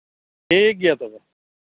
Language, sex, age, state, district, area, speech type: Santali, male, 45-60, Jharkhand, East Singhbhum, rural, conversation